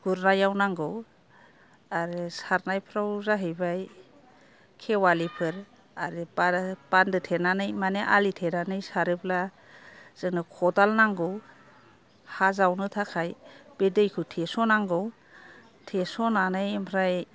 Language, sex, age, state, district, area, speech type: Bodo, female, 60+, Assam, Kokrajhar, rural, spontaneous